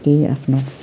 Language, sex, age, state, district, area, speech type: Nepali, male, 18-30, West Bengal, Jalpaiguri, rural, spontaneous